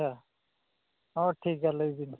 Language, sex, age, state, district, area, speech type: Santali, male, 45-60, Odisha, Mayurbhanj, rural, conversation